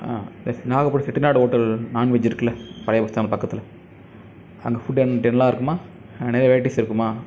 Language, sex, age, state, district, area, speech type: Tamil, male, 30-45, Tamil Nadu, Nagapattinam, rural, spontaneous